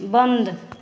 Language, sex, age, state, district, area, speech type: Maithili, female, 45-60, Bihar, Madhepura, rural, read